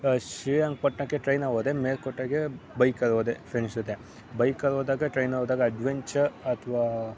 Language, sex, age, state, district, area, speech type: Kannada, male, 18-30, Karnataka, Mandya, rural, spontaneous